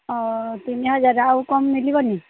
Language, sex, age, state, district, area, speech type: Odia, female, 18-30, Odisha, Subarnapur, urban, conversation